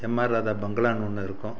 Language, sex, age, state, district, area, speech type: Tamil, male, 60+, Tamil Nadu, Salem, urban, spontaneous